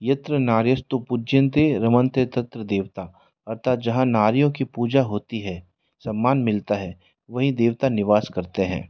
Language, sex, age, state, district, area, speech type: Hindi, male, 30-45, Rajasthan, Jodhpur, urban, spontaneous